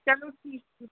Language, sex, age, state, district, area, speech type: Kashmiri, female, 30-45, Jammu and Kashmir, Srinagar, urban, conversation